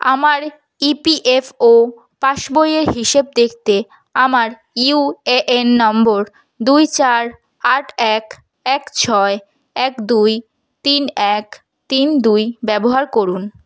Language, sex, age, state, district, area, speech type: Bengali, female, 18-30, West Bengal, South 24 Parganas, rural, read